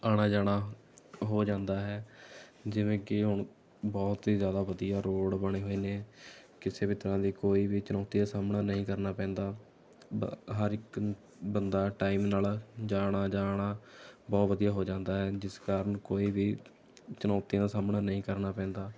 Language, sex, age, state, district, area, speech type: Punjabi, male, 18-30, Punjab, Rupnagar, rural, spontaneous